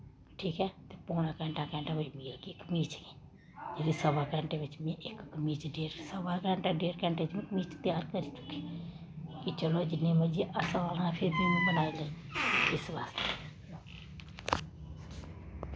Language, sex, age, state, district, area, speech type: Dogri, female, 30-45, Jammu and Kashmir, Samba, urban, spontaneous